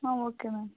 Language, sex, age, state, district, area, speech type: Kannada, female, 60+, Karnataka, Tumkur, rural, conversation